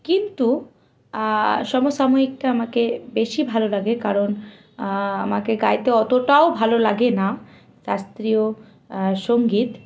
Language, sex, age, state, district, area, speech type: Bengali, female, 18-30, West Bengal, Malda, rural, spontaneous